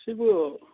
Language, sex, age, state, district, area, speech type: Manipuri, male, 30-45, Manipur, Churachandpur, rural, conversation